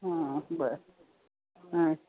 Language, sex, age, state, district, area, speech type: Marathi, female, 60+, Maharashtra, Nanded, rural, conversation